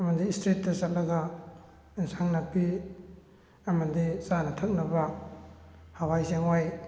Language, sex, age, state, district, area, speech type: Manipuri, male, 18-30, Manipur, Thoubal, rural, spontaneous